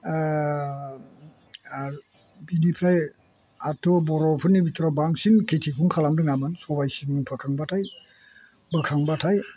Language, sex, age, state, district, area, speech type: Bodo, male, 60+, Assam, Chirang, rural, spontaneous